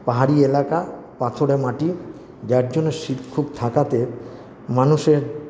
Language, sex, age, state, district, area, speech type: Bengali, male, 60+, West Bengal, Paschim Bardhaman, rural, spontaneous